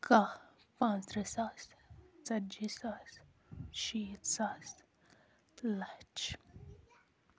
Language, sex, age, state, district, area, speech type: Kashmiri, female, 18-30, Jammu and Kashmir, Kulgam, rural, spontaneous